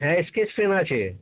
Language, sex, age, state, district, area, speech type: Bengali, male, 60+, West Bengal, North 24 Parganas, urban, conversation